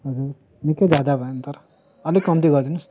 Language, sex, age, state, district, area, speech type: Nepali, male, 18-30, West Bengal, Darjeeling, rural, spontaneous